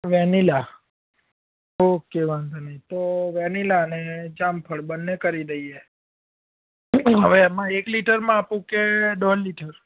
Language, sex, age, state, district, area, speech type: Gujarati, male, 18-30, Gujarat, Anand, urban, conversation